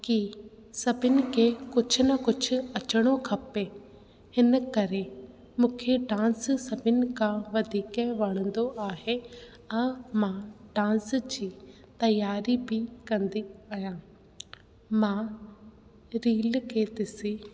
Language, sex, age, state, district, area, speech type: Sindhi, female, 18-30, Rajasthan, Ajmer, urban, spontaneous